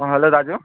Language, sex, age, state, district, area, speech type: Nepali, male, 18-30, West Bengal, Jalpaiguri, rural, conversation